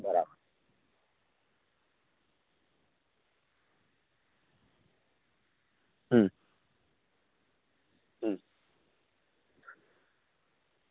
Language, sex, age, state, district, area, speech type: Gujarati, male, 18-30, Gujarat, Anand, rural, conversation